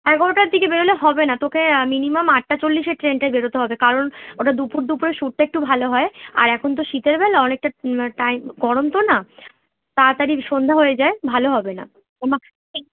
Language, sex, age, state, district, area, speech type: Bengali, female, 18-30, West Bengal, Dakshin Dinajpur, urban, conversation